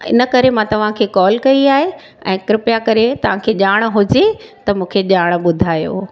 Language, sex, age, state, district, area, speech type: Sindhi, female, 45-60, Gujarat, Surat, urban, spontaneous